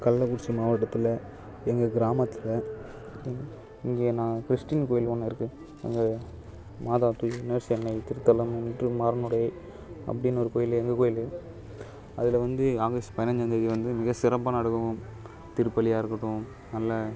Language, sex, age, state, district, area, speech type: Tamil, male, 18-30, Tamil Nadu, Kallakurichi, rural, spontaneous